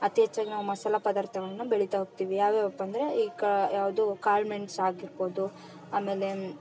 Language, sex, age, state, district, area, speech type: Kannada, female, 30-45, Karnataka, Vijayanagara, rural, spontaneous